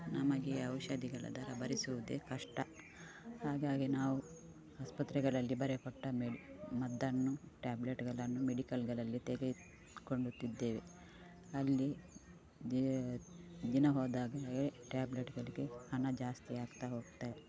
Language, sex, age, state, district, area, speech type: Kannada, female, 45-60, Karnataka, Udupi, rural, spontaneous